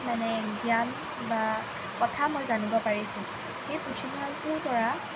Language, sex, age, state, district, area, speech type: Assamese, female, 18-30, Assam, Sivasagar, rural, spontaneous